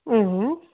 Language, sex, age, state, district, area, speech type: Assamese, female, 45-60, Assam, Sivasagar, rural, conversation